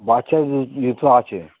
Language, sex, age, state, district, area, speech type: Bengali, male, 60+, West Bengal, Hooghly, rural, conversation